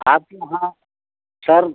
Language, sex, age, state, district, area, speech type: Hindi, male, 60+, Uttar Pradesh, Prayagraj, rural, conversation